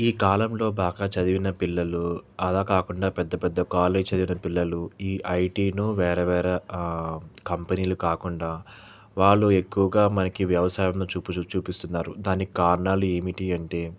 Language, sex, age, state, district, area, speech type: Telugu, male, 30-45, Andhra Pradesh, Krishna, urban, spontaneous